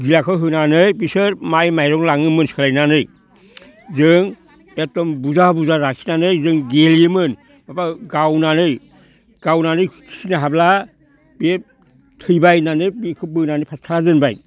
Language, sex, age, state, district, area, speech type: Bodo, male, 60+, Assam, Baksa, urban, spontaneous